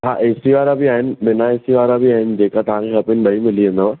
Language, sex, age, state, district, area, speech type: Sindhi, male, 18-30, Maharashtra, Thane, urban, conversation